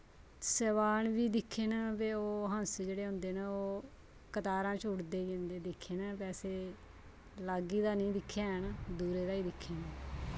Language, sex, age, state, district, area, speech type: Dogri, female, 45-60, Jammu and Kashmir, Kathua, rural, spontaneous